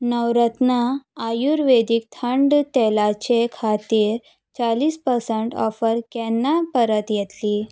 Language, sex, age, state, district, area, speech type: Goan Konkani, female, 18-30, Goa, Salcete, rural, read